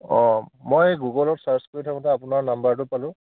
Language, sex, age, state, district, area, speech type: Assamese, male, 18-30, Assam, Lakhimpur, rural, conversation